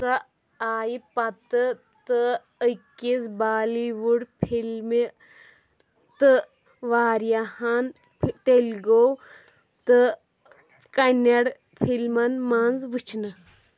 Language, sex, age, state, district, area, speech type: Kashmiri, female, 18-30, Jammu and Kashmir, Anantnag, rural, read